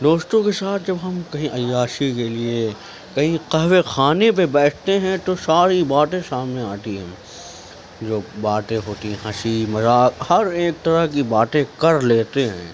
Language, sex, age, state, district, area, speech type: Urdu, male, 60+, Delhi, Central Delhi, urban, spontaneous